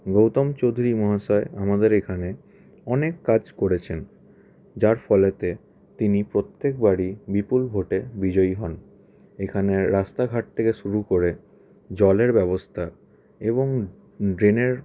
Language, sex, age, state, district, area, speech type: Bengali, male, 18-30, West Bengal, Howrah, urban, spontaneous